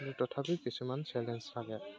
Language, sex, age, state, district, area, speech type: Assamese, male, 18-30, Assam, Dibrugarh, rural, spontaneous